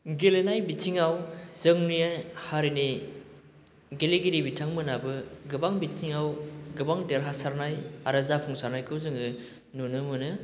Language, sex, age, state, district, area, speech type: Bodo, male, 30-45, Assam, Baksa, urban, spontaneous